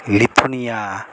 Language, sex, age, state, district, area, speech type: Bengali, male, 30-45, West Bengal, Alipurduar, rural, spontaneous